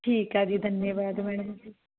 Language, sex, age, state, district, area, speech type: Punjabi, female, 18-30, Punjab, Mansa, urban, conversation